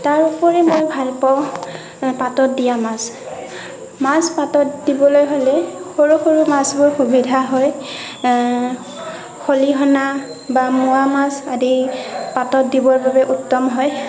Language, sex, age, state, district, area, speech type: Assamese, female, 60+, Assam, Nagaon, rural, spontaneous